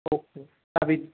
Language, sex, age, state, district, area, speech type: Telugu, male, 18-30, Telangana, Hyderabad, urban, conversation